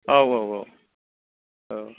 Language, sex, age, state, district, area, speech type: Bodo, male, 45-60, Assam, Kokrajhar, rural, conversation